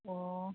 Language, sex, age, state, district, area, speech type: Manipuri, female, 45-60, Manipur, Imphal East, rural, conversation